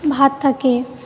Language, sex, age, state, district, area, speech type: Bengali, female, 30-45, West Bengal, Paschim Bardhaman, urban, spontaneous